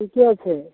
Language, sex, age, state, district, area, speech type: Maithili, female, 45-60, Bihar, Madhepura, rural, conversation